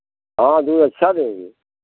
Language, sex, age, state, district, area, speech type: Hindi, male, 45-60, Uttar Pradesh, Pratapgarh, rural, conversation